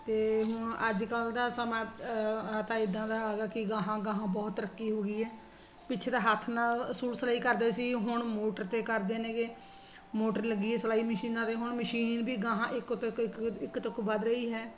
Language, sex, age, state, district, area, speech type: Punjabi, female, 45-60, Punjab, Ludhiana, urban, spontaneous